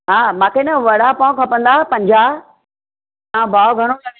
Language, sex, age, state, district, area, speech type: Sindhi, female, 60+, Maharashtra, Mumbai Suburban, urban, conversation